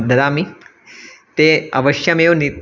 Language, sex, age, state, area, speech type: Sanskrit, male, 30-45, Madhya Pradesh, urban, spontaneous